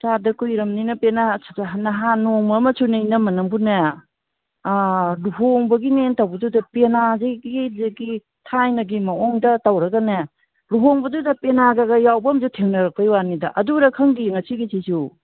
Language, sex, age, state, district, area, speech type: Manipuri, female, 60+, Manipur, Imphal East, rural, conversation